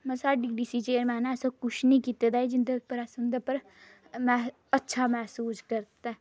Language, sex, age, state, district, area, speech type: Dogri, female, 30-45, Jammu and Kashmir, Reasi, rural, spontaneous